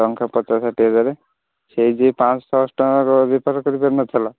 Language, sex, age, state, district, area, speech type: Odia, male, 18-30, Odisha, Jagatsinghpur, rural, conversation